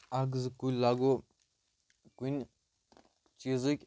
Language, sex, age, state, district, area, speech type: Kashmiri, male, 30-45, Jammu and Kashmir, Bandipora, rural, spontaneous